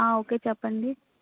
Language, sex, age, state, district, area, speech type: Telugu, female, 30-45, Andhra Pradesh, Vizianagaram, urban, conversation